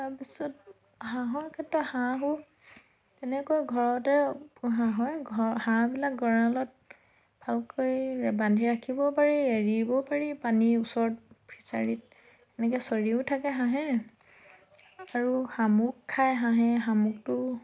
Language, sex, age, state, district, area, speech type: Assamese, female, 30-45, Assam, Dhemaji, rural, spontaneous